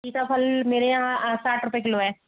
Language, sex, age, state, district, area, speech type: Hindi, female, 60+, Rajasthan, Jaipur, urban, conversation